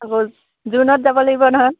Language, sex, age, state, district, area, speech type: Assamese, female, 18-30, Assam, Dhemaji, urban, conversation